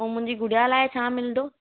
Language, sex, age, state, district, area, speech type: Sindhi, female, 30-45, Gujarat, Surat, urban, conversation